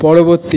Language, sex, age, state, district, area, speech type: Bengali, male, 30-45, West Bengal, Purba Bardhaman, urban, read